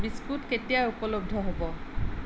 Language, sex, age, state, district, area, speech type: Assamese, female, 45-60, Assam, Sonitpur, urban, read